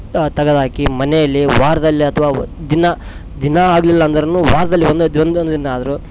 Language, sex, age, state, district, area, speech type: Kannada, male, 30-45, Karnataka, Koppal, rural, spontaneous